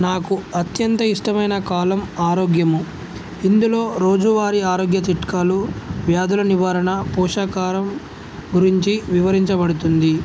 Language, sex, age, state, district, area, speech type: Telugu, male, 18-30, Telangana, Jangaon, rural, spontaneous